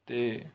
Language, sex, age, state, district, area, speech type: Punjabi, male, 18-30, Punjab, Rupnagar, rural, spontaneous